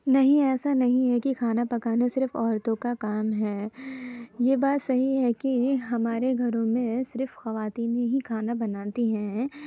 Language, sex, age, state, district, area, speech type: Urdu, female, 30-45, Uttar Pradesh, Lucknow, rural, spontaneous